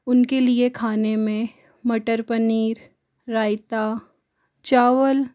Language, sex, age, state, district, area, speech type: Hindi, female, 45-60, Rajasthan, Jaipur, urban, spontaneous